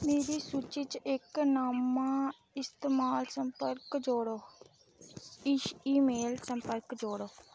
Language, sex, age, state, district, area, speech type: Dogri, female, 60+, Jammu and Kashmir, Udhampur, rural, read